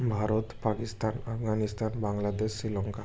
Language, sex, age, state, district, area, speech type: Bengali, male, 18-30, West Bengal, Bankura, urban, spontaneous